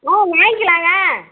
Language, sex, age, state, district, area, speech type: Tamil, female, 45-60, Tamil Nadu, Kallakurichi, rural, conversation